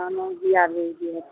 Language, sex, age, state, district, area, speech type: Maithili, female, 60+, Bihar, Araria, rural, conversation